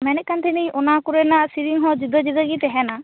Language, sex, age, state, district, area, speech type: Santali, female, 18-30, West Bengal, Purba Bardhaman, rural, conversation